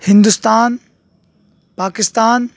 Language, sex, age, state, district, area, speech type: Urdu, male, 18-30, Uttar Pradesh, Saharanpur, urban, spontaneous